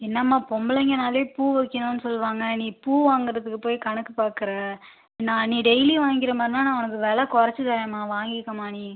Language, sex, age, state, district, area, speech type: Tamil, female, 18-30, Tamil Nadu, Ariyalur, rural, conversation